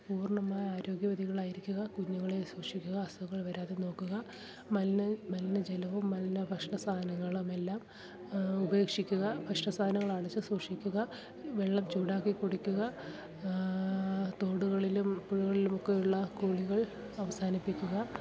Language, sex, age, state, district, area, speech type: Malayalam, female, 30-45, Kerala, Kollam, rural, spontaneous